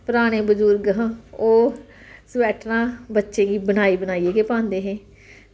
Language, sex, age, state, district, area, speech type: Dogri, female, 30-45, Jammu and Kashmir, Samba, rural, spontaneous